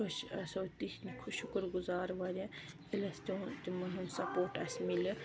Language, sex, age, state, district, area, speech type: Kashmiri, female, 45-60, Jammu and Kashmir, Ganderbal, rural, spontaneous